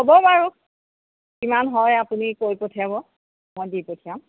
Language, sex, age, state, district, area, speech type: Assamese, female, 60+, Assam, Golaghat, urban, conversation